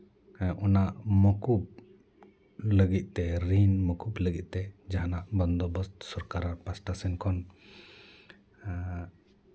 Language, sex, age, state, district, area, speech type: Santali, male, 30-45, West Bengal, Purba Bardhaman, rural, spontaneous